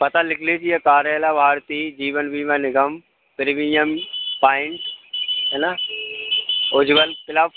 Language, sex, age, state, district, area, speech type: Hindi, male, 30-45, Madhya Pradesh, Hoshangabad, rural, conversation